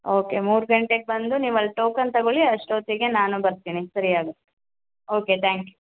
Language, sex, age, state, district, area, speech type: Kannada, female, 30-45, Karnataka, Hassan, urban, conversation